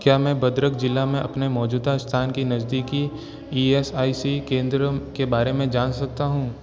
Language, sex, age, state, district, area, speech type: Hindi, male, 18-30, Rajasthan, Jodhpur, urban, read